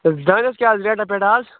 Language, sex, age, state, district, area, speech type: Kashmiri, male, 45-60, Jammu and Kashmir, Baramulla, rural, conversation